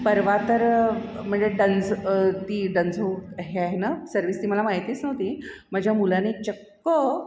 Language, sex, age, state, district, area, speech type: Marathi, female, 60+, Maharashtra, Mumbai Suburban, urban, spontaneous